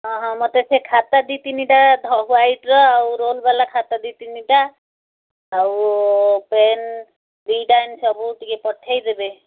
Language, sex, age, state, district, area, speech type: Odia, female, 60+, Odisha, Gajapati, rural, conversation